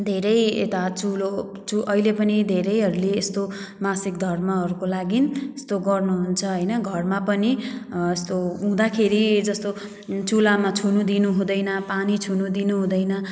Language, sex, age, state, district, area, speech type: Nepali, female, 30-45, West Bengal, Jalpaiguri, rural, spontaneous